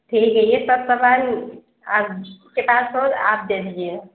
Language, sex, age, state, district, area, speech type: Urdu, female, 30-45, Uttar Pradesh, Lucknow, rural, conversation